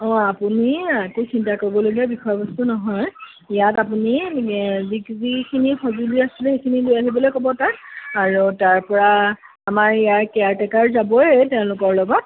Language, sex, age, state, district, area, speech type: Assamese, female, 45-60, Assam, Sivasagar, rural, conversation